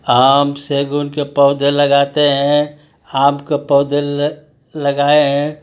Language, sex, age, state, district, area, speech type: Hindi, male, 45-60, Uttar Pradesh, Ghazipur, rural, spontaneous